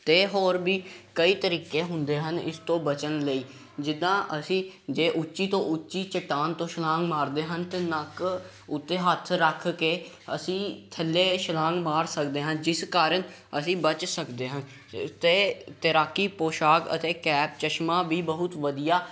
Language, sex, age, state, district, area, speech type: Punjabi, male, 18-30, Punjab, Gurdaspur, rural, spontaneous